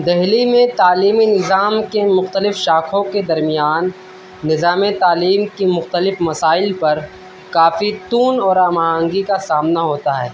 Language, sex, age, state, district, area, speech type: Urdu, male, 18-30, Delhi, East Delhi, urban, spontaneous